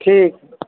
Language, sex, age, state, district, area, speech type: Maithili, male, 45-60, Bihar, Sitamarhi, rural, conversation